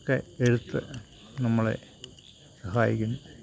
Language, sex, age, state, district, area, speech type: Malayalam, male, 60+, Kerala, Kottayam, urban, spontaneous